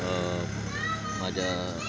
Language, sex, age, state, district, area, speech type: Marathi, male, 18-30, Maharashtra, Thane, rural, spontaneous